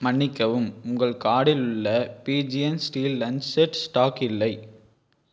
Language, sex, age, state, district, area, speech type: Tamil, male, 18-30, Tamil Nadu, Tiruchirappalli, rural, read